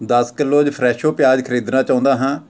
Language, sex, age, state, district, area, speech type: Punjabi, male, 45-60, Punjab, Amritsar, rural, read